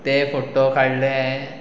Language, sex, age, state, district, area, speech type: Goan Konkani, male, 30-45, Goa, Pernem, rural, spontaneous